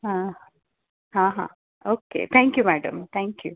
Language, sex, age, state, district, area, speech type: Gujarati, female, 30-45, Gujarat, Anand, urban, conversation